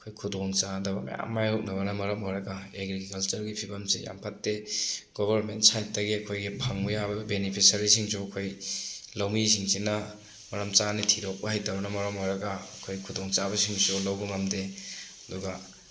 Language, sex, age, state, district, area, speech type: Manipuri, male, 18-30, Manipur, Thoubal, rural, spontaneous